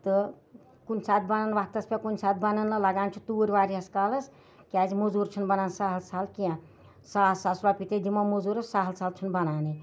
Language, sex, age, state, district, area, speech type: Kashmiri, female, 60+, Jammu and Kashmir, Ganderbal, rural, spontaneous